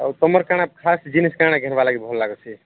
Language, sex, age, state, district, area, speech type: Odia, male, 45-60, Odisha, Nuapada, urban, conversation